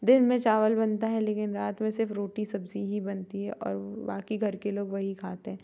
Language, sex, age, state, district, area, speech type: Hindi, female, 30-45, Madhya Pradesh, Jabalpur, urban, spontaneous